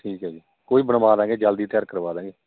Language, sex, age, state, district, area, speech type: Punjabi, male, 30-45, Punjab, Bathinda, rural, conversation